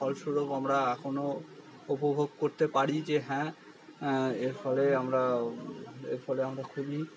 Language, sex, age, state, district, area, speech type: Bengali, male, 45-60, West Bengal, Purba Bardhaman, urban, spontaneous